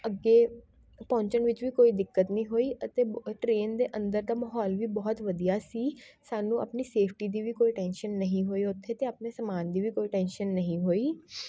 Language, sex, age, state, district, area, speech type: Punjabi, female, 18-30, Punjab, Shaheed Bhagat Singh Nagar, urban, spontaneous